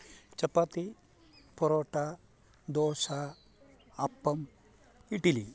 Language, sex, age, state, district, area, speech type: Malayalam, male, 60+, Kerala, Idukki, rural, spontaneous